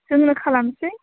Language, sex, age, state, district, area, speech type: Bodo, female, 18-30, Assam, Udalguri, urban, conversation